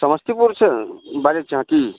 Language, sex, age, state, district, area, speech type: Maithili, male, 30-45, Bihar, Samastipur, rural, conversation